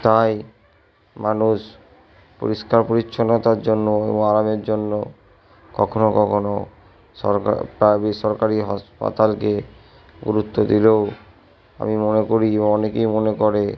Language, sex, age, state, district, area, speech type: Bengali, male, 18-30, West Bengal, Purba Bardhaman, urban, spontaneous